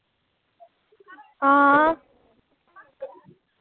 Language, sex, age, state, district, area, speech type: Dogri, female, 30-45, Jammu and Kashmir, Udhampur, rural, conversation